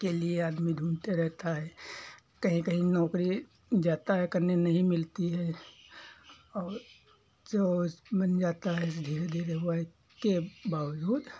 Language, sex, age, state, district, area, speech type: Hindi, male, 45-60, Uttar Pradesh, Hardoi, rural, spontaneous